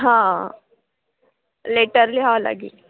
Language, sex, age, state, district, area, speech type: Marathi, female, 18-30, Maharashtra, Nashik, urban, conversation